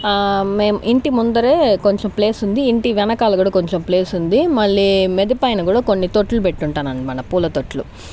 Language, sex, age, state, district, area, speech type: Telugu, female, 30-45, Andhra Pradesh, Sri Balaji, rural, spontaneous